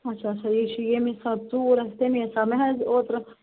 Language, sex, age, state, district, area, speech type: Kashmiri, female, 18-30, Jammu and Kashmir, Bandipora, rural, conversation